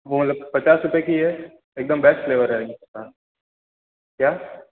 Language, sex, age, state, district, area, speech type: Hindi, male, 18-30, Rajasthan, Jodhpur, urban, conversation